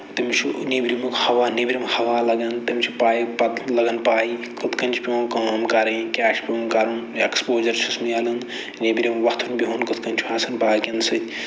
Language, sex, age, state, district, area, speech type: Kashmiri, male, 45-60, Jammu and Kashmir, Budgam, rural, spontaneous